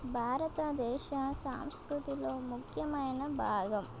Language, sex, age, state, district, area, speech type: Telugu, female, 18-30, Telangana, Komaram Bheem, urban, spontaneous